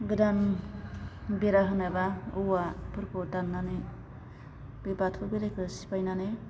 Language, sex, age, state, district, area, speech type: Bodo, female, 30-45, Assam, Baksa, rural, spontaneous